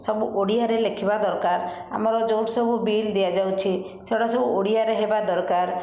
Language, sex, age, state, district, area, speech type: Odia, female, 60+, Odisha, Bhadrak, rural, spontaneous